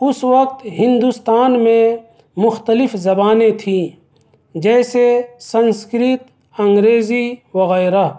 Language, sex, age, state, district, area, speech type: Urdu, male, 30-45, Delhi, South Delhi, urban, spontaneous